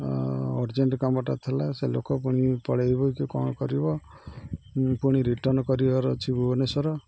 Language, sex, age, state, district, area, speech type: Odia, male, 45-60, Odisha, Jagatsinghpur, urban, spontaneous